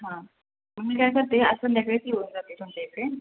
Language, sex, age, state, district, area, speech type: Marathi, female, 18-30, Maharashtra, Sangli, rural, conversation